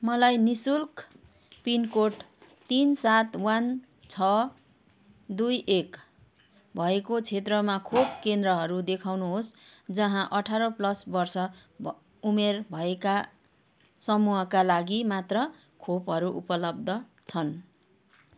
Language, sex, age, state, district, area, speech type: Nepali, female, 30-45, West Bengal, Kalimpong, rural, read